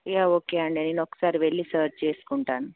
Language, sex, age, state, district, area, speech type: Telugu, female, 30-45, Telangana, Karimnagar, urban, conversation